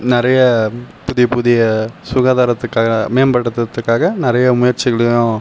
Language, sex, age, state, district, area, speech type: Tamil, male, 30-45, Tamil Nadu, Viluppuram, rural, spontaneous